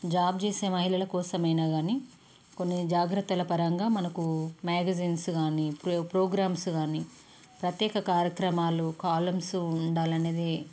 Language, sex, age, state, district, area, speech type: Telugu, female, 30-45, Telangana, Peddapalli, urban, spontaneous